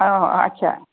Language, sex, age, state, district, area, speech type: Assamese, female, 45-60, Assam, Tinsukia, rural, conversation